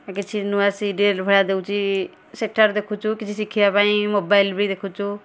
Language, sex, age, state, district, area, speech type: Odia, female, 30-45, Odisha, Kendujhar, urban, spontaneous